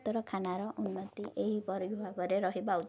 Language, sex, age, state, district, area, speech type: Odia, female, 18-30, Odisha, Ganjam, urban, spontaneous